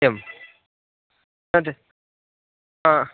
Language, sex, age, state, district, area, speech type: Sanskrit, male, 18-30, Karnataka, Dakshina Kannada, rural, conversation